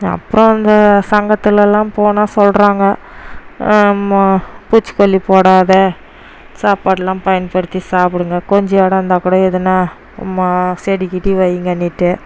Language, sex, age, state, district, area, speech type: Tamil, female, 30-45, Tamil Nadu, Dharmapuri, rural, spontaneous